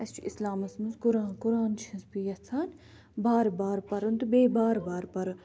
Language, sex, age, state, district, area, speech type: Kashmiri, female, 18-30, Jammu and Kashmir, Ganderbal, urban, spontaneous